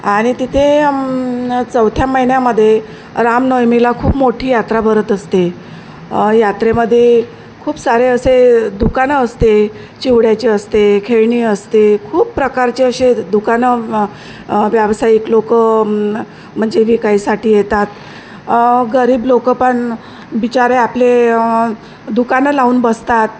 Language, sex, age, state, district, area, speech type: Marathi, female, 45-60, Maharashtra, Wardha, rural, spontaneous